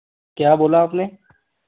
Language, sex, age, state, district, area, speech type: Hindi, male, 18-30, Madhya Pradesh, Betul, rural, conversation